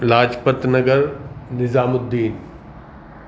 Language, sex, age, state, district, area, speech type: Urdu, male, 45-60, Uttar Pradesh, Gautam Buddha Nagar, urban, spontaneous